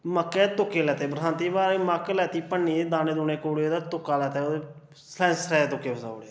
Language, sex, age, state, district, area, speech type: Dogri, male, 18-30, Jammu and Kashmir, Reasi, urban, spontaneous